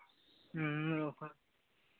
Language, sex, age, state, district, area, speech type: Santali, male, 18-30, Jharkhand, East Singhbhum, rural, conversation